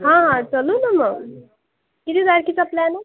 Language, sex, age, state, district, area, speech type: Marathi, female, 30-45, Maharashtra, Akola, rural, conversation